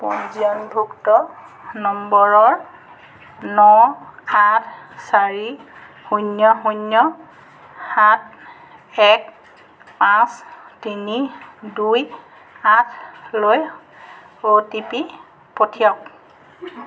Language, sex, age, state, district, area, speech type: Assamese, female, 45-60, Assam, Jorhat, urban, read